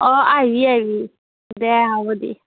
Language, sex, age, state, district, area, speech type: Assamese, female, 18-30, Assam, Darrang, rural, conversation